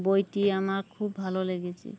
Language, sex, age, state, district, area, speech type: Bengali, female, 60+, West Bengal, Uttar Dinajpur, urban, spontaneous